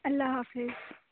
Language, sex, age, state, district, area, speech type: Urdu, female, 30-45, Uttar Pradesh, Aligarh, urban, conversation